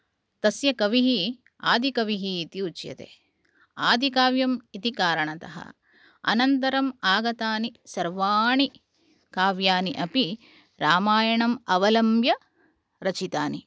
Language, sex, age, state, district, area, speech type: Sanskrit, female, 30-45, Karnataka, Udupi, urban, spontaneous